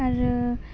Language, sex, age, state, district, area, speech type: Bodo, female, 18-30, Assam, Udalguri, urban, spontaneous